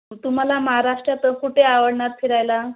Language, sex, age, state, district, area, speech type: Marathi, female, 30-45, Maharashtra, Nagpur, rural, conversation